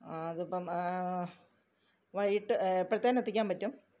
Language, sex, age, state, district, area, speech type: Malayalam, female, 45-60, Kerala, Kottayam, rural, spontaneous